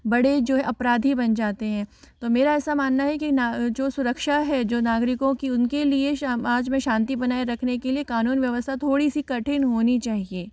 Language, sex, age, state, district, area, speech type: Hindi, female, 30-45, Rajasthan, Jaipur, urban, spontaneous